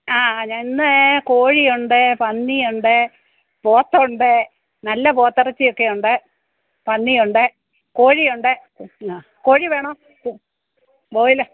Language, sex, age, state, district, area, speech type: Malayalam, female, 60+, Kerala, Pathanamthitta, rural, conversation